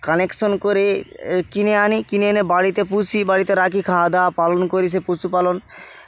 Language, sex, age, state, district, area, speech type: Bengali, male, 18-30, West Bengal, Bankura, rural, spontaneous